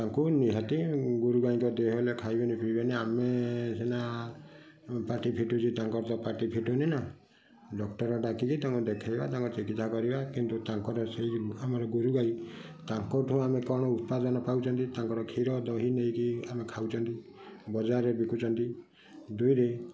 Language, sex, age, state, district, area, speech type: Odia, male, 45-60, Odisha, Kendujhar, urban, spontaneous